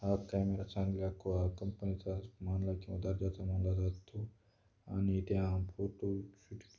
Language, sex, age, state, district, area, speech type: Marathi, male, 18-30, Maharashtra, Beed, rural, spontaneous